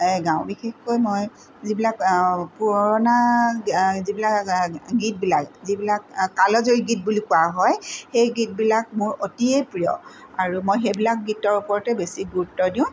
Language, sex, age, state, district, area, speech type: Assamese, female, 45-60, Assam, Tinsukia, rural, spontaneous